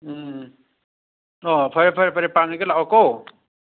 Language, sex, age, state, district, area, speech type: Manipuri, male, 60+, Manipur, Churachandpur, urban, conversation